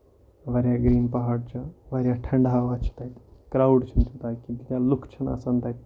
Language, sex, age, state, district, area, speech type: Kashmiri, male, 18-30, Jammu and Kashmir, Kupwara, rural, spontaneous